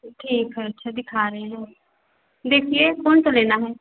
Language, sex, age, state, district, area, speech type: Hindi, female, 18-30, Uttar Pradesh, Prayagraj, urban, conversation